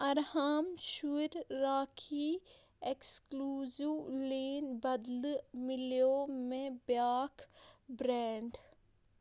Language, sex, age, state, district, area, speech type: Kashmiri, female, 18-30, Jammu and Kashmir, Shopian, rural, read